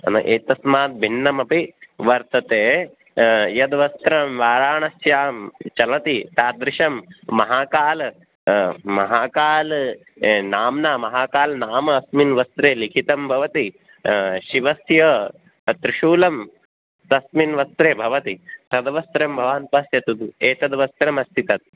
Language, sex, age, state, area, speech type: Sanskrit, male, 18-30, Rajasthan, urban, conversation